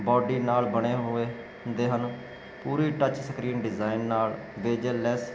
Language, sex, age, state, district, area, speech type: Punjabi, male, 45-60, Punjab, Jalandhar, urban, spontaneous